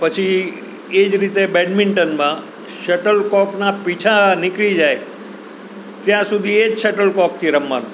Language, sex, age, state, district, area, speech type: Gujarati, male, 60+, Gujarat, Rajkot, urban, spontaneous